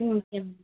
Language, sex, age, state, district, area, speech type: Tamil, female, 30-45, Tamil Nadu, Mayiladuthurai, urban, conversation